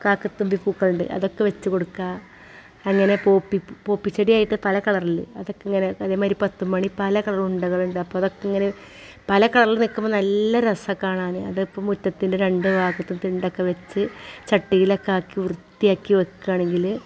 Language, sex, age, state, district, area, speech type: Malayalam, female, 45-60, Kerala, Malappuram, rural, spontaneous